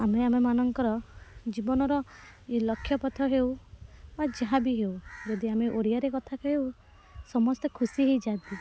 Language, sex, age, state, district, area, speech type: Odia, female, 18-30, Odisha, Kendrapara, urban, spontaneous